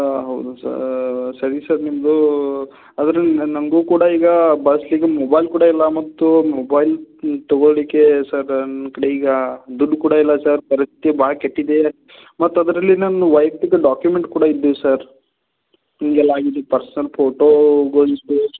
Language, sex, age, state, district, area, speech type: Kannada, male, 30-45, Karnataka, Belgaum, rural, conversation